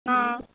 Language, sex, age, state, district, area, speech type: Tamil, female, 18-30, Tamil Nadu, Kallakurichi, rural, conversation